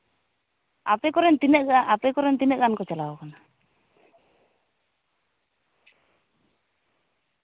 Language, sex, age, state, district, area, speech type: Santali, female, 18-30, West Bengal, Purulia, rural, conversation